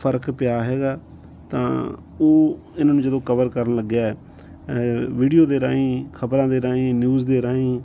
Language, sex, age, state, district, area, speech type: Punjabi, male, 45-60, Punjab, Bathinda, urban, spontaneous